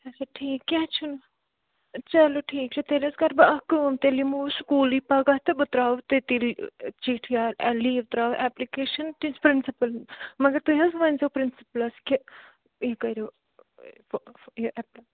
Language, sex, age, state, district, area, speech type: Kashmiri, female, 30-45, Jammu and Kashmir, Bandipora, rural, conversation